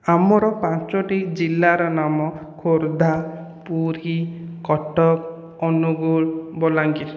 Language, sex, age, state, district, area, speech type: Odia, male, 18-30, Odisha, Khordha, rural, spontaneous